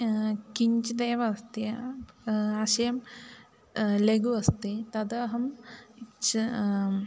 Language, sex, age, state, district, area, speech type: Sanskrit, female, 18-30, Kerala, Idukki, rural, spontaneous